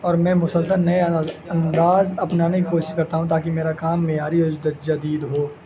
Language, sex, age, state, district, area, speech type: Urdu, male, 18-30, Uttar Pradesh, Azamgarh, rural, spontaneous